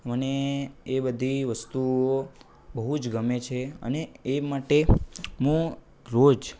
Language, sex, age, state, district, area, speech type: Gujarati, male, 18-30, Gujarat, Anand, urban, spontaneous